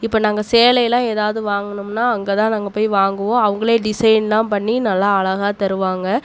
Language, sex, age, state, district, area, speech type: Tamil, female, 30-45, Tamil Nadu, Coimbatore, rural, spontaneous